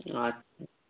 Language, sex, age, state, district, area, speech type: Bengali, male, 18-30, West Bengal, Jalpaiguri, rural, conversation